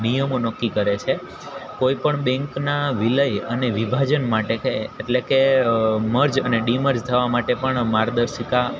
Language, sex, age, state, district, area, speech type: Gujarati, male, 18-30, Gujarat, Junagadh, urban, spontaneous